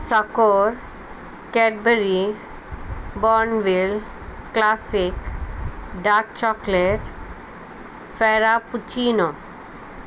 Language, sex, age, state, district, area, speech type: Goan Konkani, female, 18-30, Goa, Salcete, rural, spontaneous